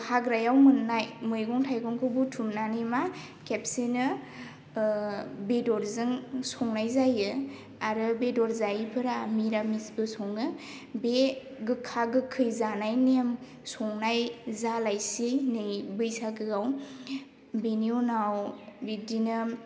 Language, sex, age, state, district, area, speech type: Bodo, female, 18-30, Assam, Baksa, rural, spontaneous